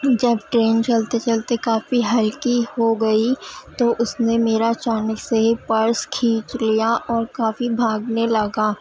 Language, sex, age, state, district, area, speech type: Urdu, female, 18-30, Uttar Pradesh, Gautam Buddha Nagar, urban, spontaneous